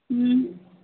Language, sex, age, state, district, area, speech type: Marathi, female, 18-30, Maharashtra, Akola, rural, conversation